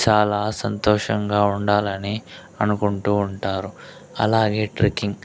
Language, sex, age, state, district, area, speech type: Telugu, male, 18-30, Andhra Pradesh, Chittoor, urban, spontaneous